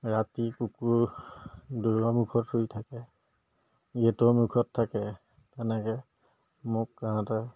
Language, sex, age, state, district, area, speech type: Assamese, male, 30-45, Assam, Majuli, urban, spontaneous